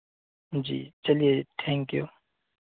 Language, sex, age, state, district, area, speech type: Hindi, male, 18-30, Madhya Pradesh, Seoni, urban, conversation